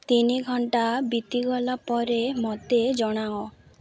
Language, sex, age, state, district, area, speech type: Odia, female, 18-30, Odisha, Malkangiri, urban, read